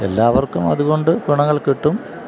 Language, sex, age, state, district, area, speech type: Malayalam, male, 45-60, Kerala, Kottayam, urban, spontaneous